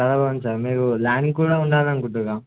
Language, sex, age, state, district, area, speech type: Telugu, male, 18-30, Telangana, Warangal, rural, conversation